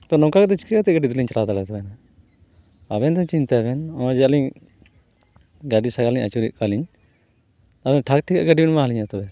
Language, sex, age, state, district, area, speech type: Santali, male, 30-45, West Bengal, Purulia, rural, spontaneous